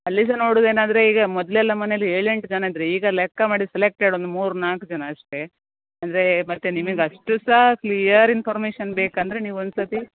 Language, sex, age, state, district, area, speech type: Kannada, female, 30-45, Karnataka, Dakshina Kannada, rural, conversation